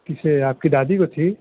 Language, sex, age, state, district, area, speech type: Urdu, male, 18-30, Delhi, South Delhi, urban, conversation